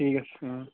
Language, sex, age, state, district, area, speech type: Assamese, male, 30-45, Assam, Charaideo, urban, conversation